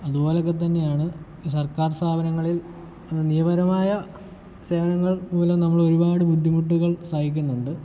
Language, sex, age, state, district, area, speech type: Malayalam, male, 18-30, Kerala, Kottayam, rural, spontaneous